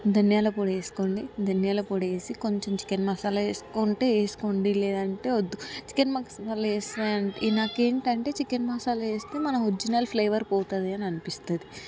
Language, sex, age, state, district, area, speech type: Telugu, female, 18-30, Telangana, Hyderabad, urban, spontaneous